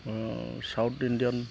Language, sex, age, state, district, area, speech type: Bodo, male, 30-45, Assam, Chirang, rural, spontaneous